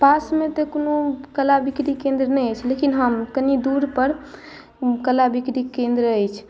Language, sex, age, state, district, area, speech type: Maithili, female, 18-30, Bihar, Madhubani, rural, spontaneous